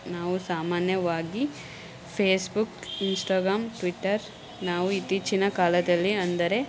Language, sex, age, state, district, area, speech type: Kannada, female, 18-30, Karnataka, Chamarajanagar, rural, spontaneous